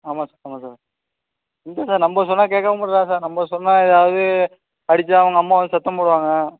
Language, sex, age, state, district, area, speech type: Tamil, male, 18-30, Tamil Nadu, Nagapattinam, rural, conversation